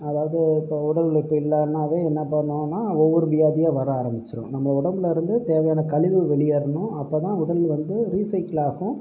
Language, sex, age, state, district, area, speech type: Tamil, male, 18-30, Tamil Nadu, Pudukkottai, rural, spontaneous